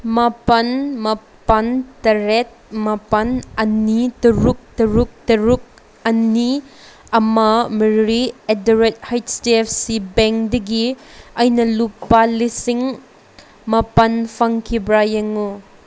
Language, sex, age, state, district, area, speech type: Manipuri, female, 18-30, Manipur, Senapati, rural, read